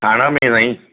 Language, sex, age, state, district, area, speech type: Sindhi, male, 60+, Maharashtra, Thane, urban, conversation